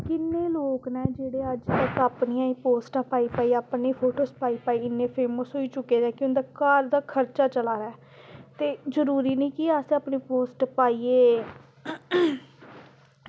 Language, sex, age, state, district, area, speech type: Dogri, female, 18-30, Jammu and Kashmir, Samba, urban, spontaneous